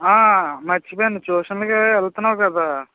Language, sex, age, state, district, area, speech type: Telugu, male, 18-30, Andhra Pradesh, Eluru, rural, conversation